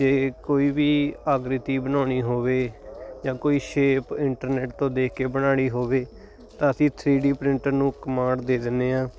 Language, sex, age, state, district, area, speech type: Punjabi, male, 30-45, Punjab, Hoshiarpur, rural, spontaneous